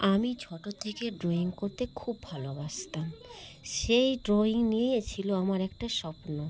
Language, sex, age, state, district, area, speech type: Bengali, female, 30-45, West Bengal, Malda, urban, spontaneous